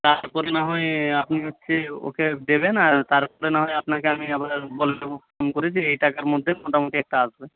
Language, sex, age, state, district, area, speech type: Bengali, male, 30-45, West Bengal, Jhargram, rural, conversation